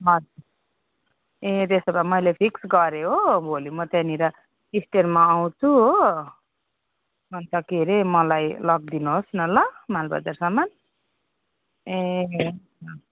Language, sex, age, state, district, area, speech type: Nepali, female, 45-60, West Bengal, Jalpaiguri, urban, conversation